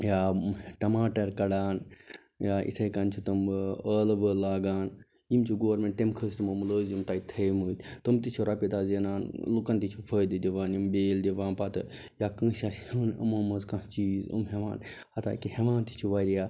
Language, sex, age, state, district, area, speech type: Kashmiri, male, 45-60, Jammu and Kashmir, Baramulla, rural, spontaneous